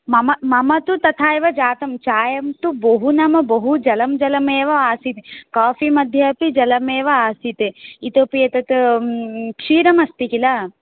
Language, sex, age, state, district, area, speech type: Sanskrit, female, 18-30, Odisha, Ganjam, urban, conversation